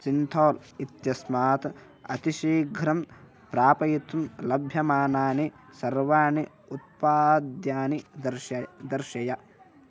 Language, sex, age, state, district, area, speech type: Sanskrit, male, 18-30, Karnataka, Bagalkot, rural, read